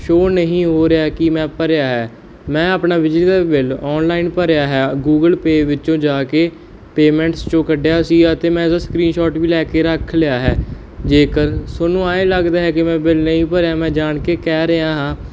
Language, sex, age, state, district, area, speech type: Punjabi, male, 30-45, Punjab, Barnala, rural, spontaneous